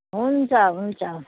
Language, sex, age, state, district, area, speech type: Nepali, female, 30-45, West Bengal, Kalimpong, rural, conversation